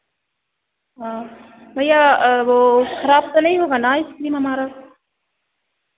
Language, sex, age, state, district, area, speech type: Hindi, female, 18-30, Madhya Pradesh, Narsinghpur, rural, conversation